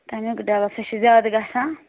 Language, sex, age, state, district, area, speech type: Kashmiri, female, 18-30, Jammu and Kashmir, Srinagar, rural, conversation